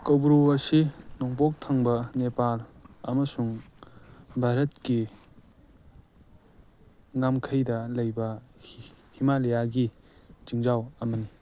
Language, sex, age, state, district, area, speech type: Manipuri, male, 18-30, Manipur, Kangpokpi, urban, read